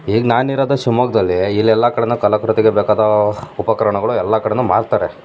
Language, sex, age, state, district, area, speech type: Kannada, male, 18-30, Karnataka, Shimoga, urban, spontaneous